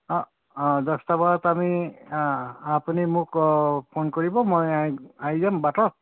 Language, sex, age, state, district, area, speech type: Assamese, male, 60+, Assam, Tinsukia, rural, conversation